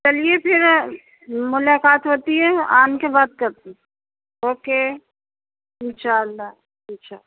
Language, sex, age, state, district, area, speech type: Urdu, female, 45-60, Uttar Pradesh, Rampur, urban, conversation